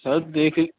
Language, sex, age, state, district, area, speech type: Urdu, male, 18-30, Uttar Pradesh, Rampur, urban, conversation